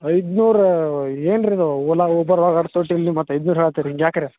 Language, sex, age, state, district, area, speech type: Kannada, male, 45-60, Karnataka, Belgaum, rural, conversation